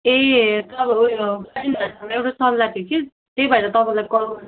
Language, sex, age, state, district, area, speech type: Nepali, female, 18-30, West Bengal, Kalimpong, rural, conversation